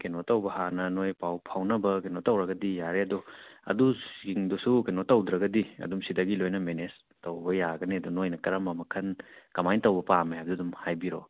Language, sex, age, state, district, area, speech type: Manipuri, male, 30-45, Manipur, Churachandpur, rural, conversation